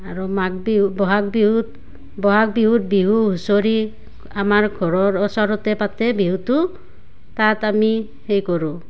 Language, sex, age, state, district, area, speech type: Assamese, female, 30-45, Assam, Barpeta, rural, spontaneous